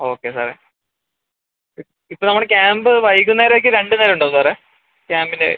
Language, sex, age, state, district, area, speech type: Malayalam, male, 30-45, Kerala, Palakkad, urban, conversation